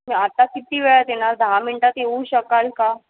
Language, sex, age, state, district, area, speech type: Marathi, female, 30-45, Maharashtra, Mumbai Suburban, urban, conversation